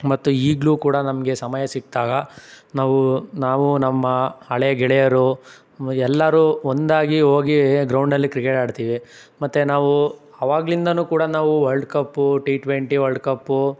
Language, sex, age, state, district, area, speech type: Kannada, male, 30-45, Karnataka, Tumkur, rural, spontaneous